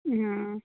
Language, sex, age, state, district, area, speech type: Hindi, female, 45-60, Madhya Pradesh, Ujjain, urban, conversation